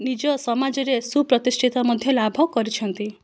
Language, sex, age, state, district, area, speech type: Odia, female, 60+, Odisha, Kandhamal, rural, spontaneous